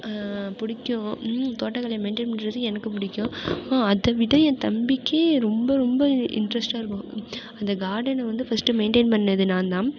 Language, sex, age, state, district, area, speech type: Tamil, female, 18-30, Tamil Nadu, Mayiladuthurai, urban, spontaneous